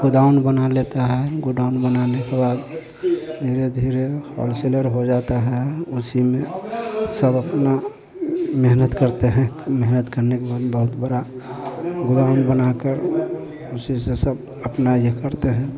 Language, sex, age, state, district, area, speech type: Hindi, male, 45-60, Bihar, Vaishali, urban, spontaneous